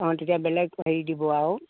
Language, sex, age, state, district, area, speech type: Assamese, female, 60+, Assam, Dibrugarh, rural, conversation